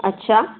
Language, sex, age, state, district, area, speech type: Hindi, female, 30-45, Madhya Pradesh, Jabalpur, urban, conversation